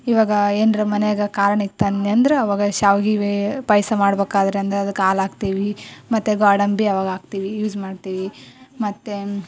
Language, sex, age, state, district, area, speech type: Kannada, female, 18-30, Karnataka, Koppal, rural, spontaneous